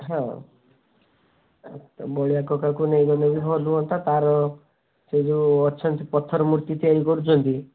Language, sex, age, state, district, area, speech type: Odia, male, 18-30, Odisha, Balasore, rural, conversation